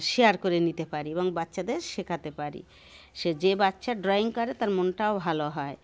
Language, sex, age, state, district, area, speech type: Bengali, female, 45-60, West Bengal, Darjeeling, urban, spontaneous